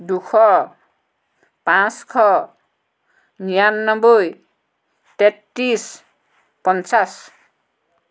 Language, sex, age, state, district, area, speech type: Assamese, female, 60+, Assam, Dhemaji, rural, spontaneous